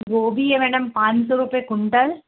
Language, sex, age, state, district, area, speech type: Hindi, female, 30-45, Madhya Pradesh, Bhopal, urban, conversation